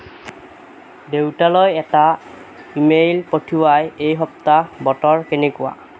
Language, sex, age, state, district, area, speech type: Assamese, male, 18-30, Assam, Nagaon, rural, read